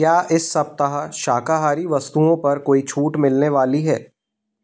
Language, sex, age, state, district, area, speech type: Hindi, male, 30-45, Madhya Pradesh, Jabalpur, urban, read